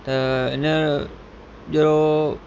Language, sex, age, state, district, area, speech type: Sindhi, male, 45-60, Gujarat, Kutch, rural, spontaneous